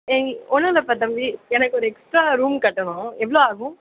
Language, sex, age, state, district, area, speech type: Tamil, female, 30-45, Tamil Nadu, Pudukkottai, rural, conversation